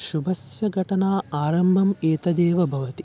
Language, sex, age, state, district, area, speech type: Sanskrit, male, 18-30, Karnataka, Vijayanagara, rural, spontaneous